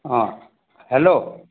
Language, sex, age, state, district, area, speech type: Assamese, male, 60+, Assam, Charaideo, urban, conversation